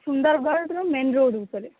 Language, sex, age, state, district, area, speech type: Odia, female, 18-30, Odisha, Sundergarh, urban, conversation